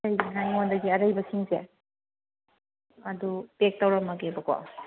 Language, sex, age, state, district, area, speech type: Manipuri, female, 30-45, Manipur, Kangpokpi, urban, conversation